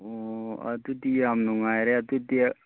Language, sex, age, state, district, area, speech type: Manipuri, male, 30-45, Manipur, Churachandpur, rural, conversation